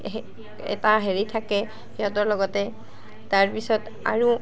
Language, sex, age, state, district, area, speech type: Assamese, female, 45-60, Assam, Barpeta, urban, spontaneous